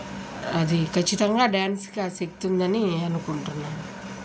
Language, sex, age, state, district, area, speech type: Telugu, female, 30-45, Andhra Pradesh, Nellore, urban, spontaneous